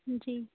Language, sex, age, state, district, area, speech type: Urdu, female, 18-30, Uttar Pradesh, Rampur, urban, conversation